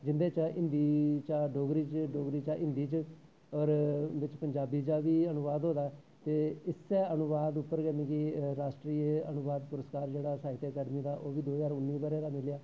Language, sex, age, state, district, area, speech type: Dogri, male, 45-60, Jammu and Kashmir, Jammu, rural, spontaneous